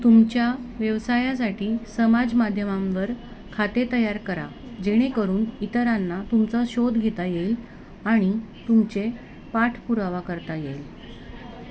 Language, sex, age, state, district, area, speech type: Marathi, female, 45-60, Maharashtra, Thane, rural, read